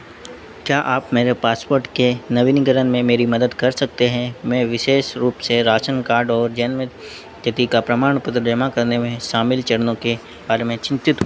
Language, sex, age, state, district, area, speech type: Hindi, male, 30-45, Madhya Pradesh, Harda, urban, read